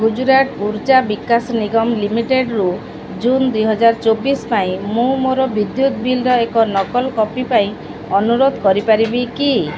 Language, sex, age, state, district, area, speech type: Odia, female, 45-60, Odisha, Sundergarh, urban, read